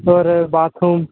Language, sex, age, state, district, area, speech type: Dogri, male, 30-45, Jammu and Kashmir, Udhampur, rural, conversation